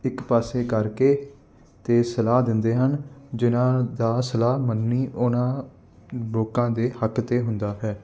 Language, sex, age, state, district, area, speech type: Punjabi, male, 18-30, Punjab, Ludhiana, urban, spontaneous